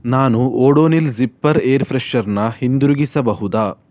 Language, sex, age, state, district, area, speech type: Kannada, male, 18-30, Karnataka, Udupi, rural, read